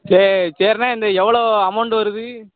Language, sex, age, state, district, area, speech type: Tamil, male, 18-30, Tamil Nadu, Thoothukudi, rural, conversation